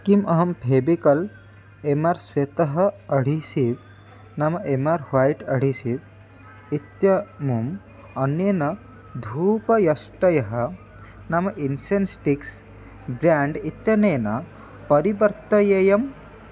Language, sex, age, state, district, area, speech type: Sanskrit, male, 18-30, Odisha, Puri, urban, read